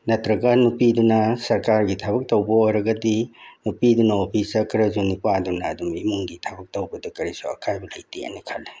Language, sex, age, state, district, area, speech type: Manipuri, male, 60+, Manipur, Bishnupur, rural, spontaneous